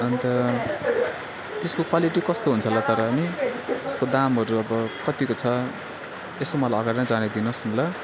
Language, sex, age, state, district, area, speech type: Nepali, male, 30-45, West Bengal, Kalimpong, rural, spontaneous